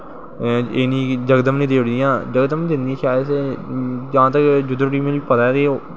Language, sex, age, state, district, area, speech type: Dogri, male, 18-30, Jammu and Kashmir, Jammu, rural, spontaneous